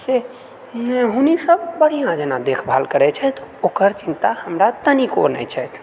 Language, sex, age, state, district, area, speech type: Maithili, male, 30-45, Bihar, Purnia, rural, spontaneous